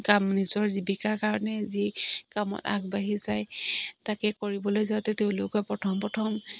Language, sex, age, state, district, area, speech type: Assamese, female, 45-60, Assam, Dibrugarh, rural, spontaneous